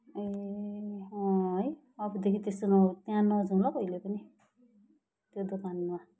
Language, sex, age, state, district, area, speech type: Nepali, male, 45-60, West Bengal, Kalimpong, rural, spontaneous